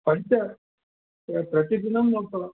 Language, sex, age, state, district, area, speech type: Sanskrit, male, 60+, Karnataka, Bellary, urban, conversation